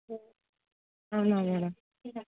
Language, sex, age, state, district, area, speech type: Telugu, female, 18-30, Telangana, Hyderabad, urban, conversation